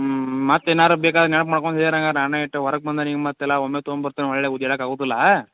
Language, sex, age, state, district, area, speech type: Kannada, male, 30-45, Karnataka, Belgaum, rural, conversation